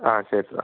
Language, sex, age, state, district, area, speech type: Malayalam, male, 18-30, Kerala, Palakkad, rural, conversation